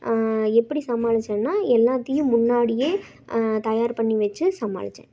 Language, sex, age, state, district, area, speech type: Tamil, female, 18-30, Tamil Nadu, Tiruppur, urban, spontaneous